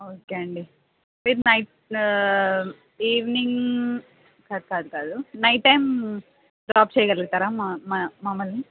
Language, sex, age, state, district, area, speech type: Telugu, female, 18-30, Andhra Pradesh, Anantapur, urban, conversation